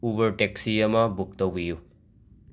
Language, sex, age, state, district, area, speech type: Manipuri, male, 30-45, Manipur, Imphal West, urban, read